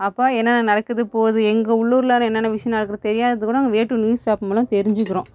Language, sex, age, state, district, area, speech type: Tamil, female, 18-30, Tamil Nadu, Kallakurichi, rural, spontaneous